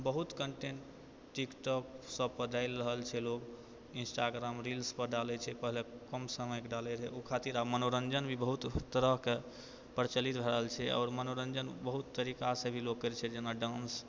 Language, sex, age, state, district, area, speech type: Maithili, male, 60+, Bihar, Purnia, urban, spontaneous